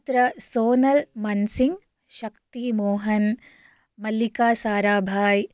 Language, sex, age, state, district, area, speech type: Sanskrit, female, 18-30, Karnataka, Shimoga, urban, spontaneous